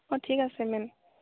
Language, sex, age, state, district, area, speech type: Assamese, female, 18-30, Assam, Tinsukia, urban, conversation